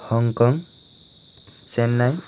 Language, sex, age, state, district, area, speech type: Nepali, male, 18-30, West Bengal, Kalimpong, rural, spontaneous